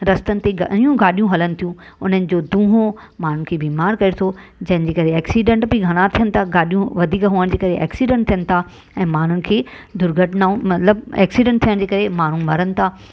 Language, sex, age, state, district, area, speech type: Sindhi, female, 45-60, Maharashtra, Mumbai Suburban, urban, spontaneous